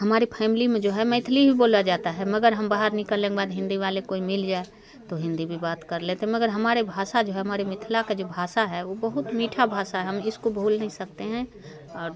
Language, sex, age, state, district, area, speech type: Hindi, female, 45-60, Bihar, Darbhanga, rural, spontaneous